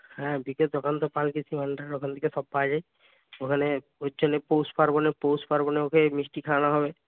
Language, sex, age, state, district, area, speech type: Bengali, male, 60+, West Bengal, Purba Medinipur, rural, conversation